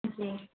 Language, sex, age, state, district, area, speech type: Hindi, female, 30-45, Madhya Pradesh, Harda, urban, conversation